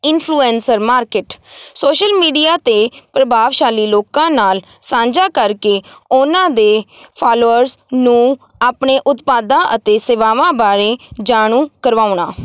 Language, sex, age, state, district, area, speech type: Punjabi, female, 18-30, Punjab, Kapurthala, rural, spontaneous